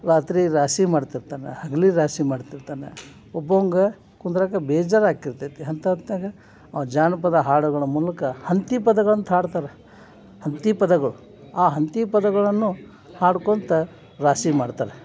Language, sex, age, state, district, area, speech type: Kannada, male, 60+, Karnataka, Dharwad, urban, spontaneous